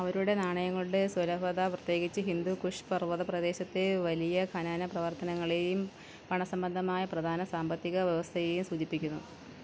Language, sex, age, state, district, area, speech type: Malayalam, female, 30-45, Kerala, Pathanamthitta, urban, read